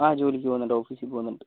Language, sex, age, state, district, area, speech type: Malayalam, female, 45-60, Kerala, Kozhikode, urban, conversation